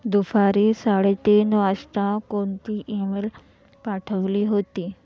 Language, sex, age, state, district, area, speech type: Marathi, female, 45-60, Maharashtra, Nagpur, urban, read